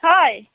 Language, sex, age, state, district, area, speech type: Assamese, female, 30-45, Assam, Golaghat, urban, conversation